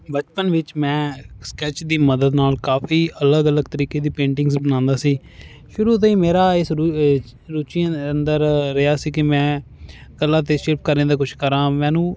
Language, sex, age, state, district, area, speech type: Punjabi, male, 18-30, Punjab, Fazilka, rural, spontaneous